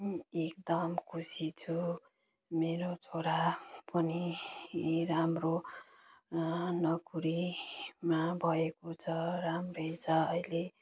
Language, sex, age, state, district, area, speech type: Nepali, female, 30-45, West Bengal, Jalpaiguri, rural, spontaneous